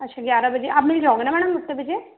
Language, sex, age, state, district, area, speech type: Hindi, female, 18-30, Madhya Pradesh, Chhindwara, urban, conversation